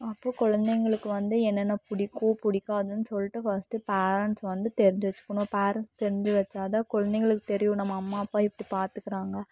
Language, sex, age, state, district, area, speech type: Tamil, female, 18-30, Tamil Nadu, Coimbatore, rural, spontaneous